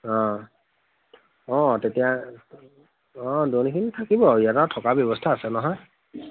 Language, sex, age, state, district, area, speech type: Assamese, male, 30-45, Assam, Majuli, urban, conversation